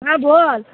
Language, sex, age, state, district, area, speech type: Bengali, female, 18-30, West Bengal, Cooch Behar, urban, conversation